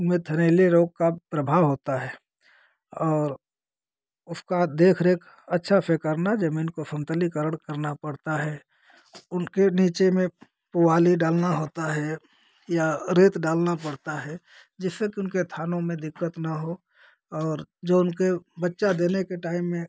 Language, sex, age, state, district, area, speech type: Hindi, male, 45-60, Uttar Pradesh, Ghazipur, rural, spontaneous